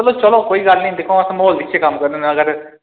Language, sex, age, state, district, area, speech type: Dogri, male, 18-30, Jammu and Kashmir, Udhampur, urban, conversation